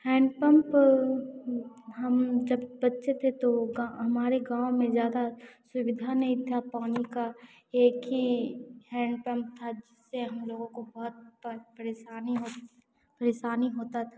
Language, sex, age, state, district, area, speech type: Hindi, female, 18-30, Bihar, Begusarai, rural, spontaneous